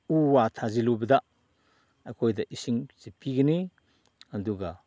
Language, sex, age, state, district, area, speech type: Manipuri, male, 60+, Manipur, Chandel, rural, spontaneous